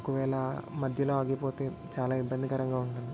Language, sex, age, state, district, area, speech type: Telugu, male, 18-30, Telangana, Peddapalli, rural, spontaneous